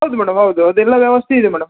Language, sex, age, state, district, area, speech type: Kannada, male, 30-45, Karnataka, Uttara Kannada, rural, conversation